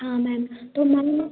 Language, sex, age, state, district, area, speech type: Hindi, female, 18-30, Madhya Pradesh, Gwalior, urban, conversation